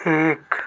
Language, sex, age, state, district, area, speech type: Hindi, male, 30-45, Madhya Pradesh, Seoni, urban, read